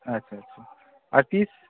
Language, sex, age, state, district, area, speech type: Bengali, male, 18-30, West Bengal, Bankura, urban, conversation